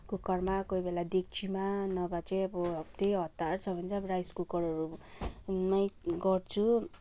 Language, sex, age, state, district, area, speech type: Nepali, female, 30-45, West Bengal, Kalimpong, rural, spontaneous